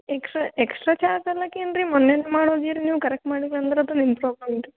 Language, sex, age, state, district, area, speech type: Kannada, female, 18-30, Karnataka, Gulbarga, urban, conversation